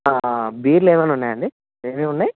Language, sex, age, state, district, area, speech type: Telugu, male, 18-30, Andhra Pradesh, Anantapur, urban, conversation